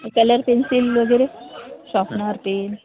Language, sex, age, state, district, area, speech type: Marathi, female, 30-45, Maharashtra, Hingoli, urban, conversation